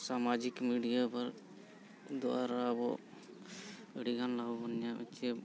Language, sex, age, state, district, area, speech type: Santali, male, 45-60, Jharkhand, Bokaro, rural, spontaneous